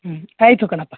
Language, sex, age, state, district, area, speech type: Kannada, female, 60+, Karnataka, Mandya, rural, conversation